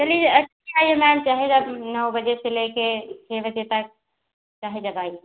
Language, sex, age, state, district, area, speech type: Hindi, female, 45-60, Uttar Pradesh, Ayodhya, rural, conversation